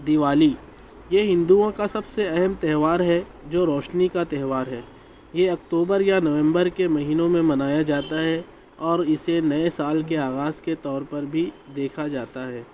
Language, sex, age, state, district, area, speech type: Urdu, male, 18-30, Maharashtra, Nashik, urban, spontaneous